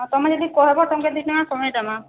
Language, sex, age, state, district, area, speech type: Odia, female, 45-60, Odisha, Boudh, rural, conversation